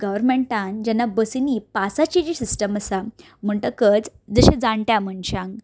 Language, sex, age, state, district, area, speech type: Goan Konkani, female, 30-45, Goa, Ponda, rural, spontaneous